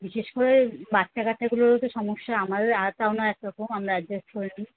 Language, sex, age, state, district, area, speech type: Bengali, female, 45-60, West Bengal, Kolkata, urban, conversation